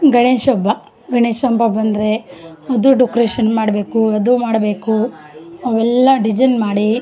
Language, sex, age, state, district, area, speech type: Kannada, female, 45-60, Karnataka, Vijayanagara, rural, spontaneous